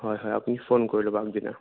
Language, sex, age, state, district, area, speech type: Assamese, male, 18-30, Assam, Sonitpur, rural, conversation